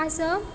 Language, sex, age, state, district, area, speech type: Goan Konkani, female, 18-30, Goa, Quepem, rural, spontaneous